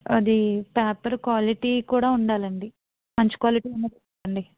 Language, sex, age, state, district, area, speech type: Telugu, female, 30-45, Andhra Pradesh, Eluru, rural, conversation